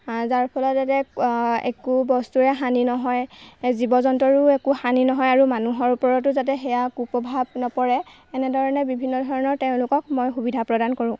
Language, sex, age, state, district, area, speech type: Assamese, female, 18-30, Assam, Golaghat, urban, spontaneous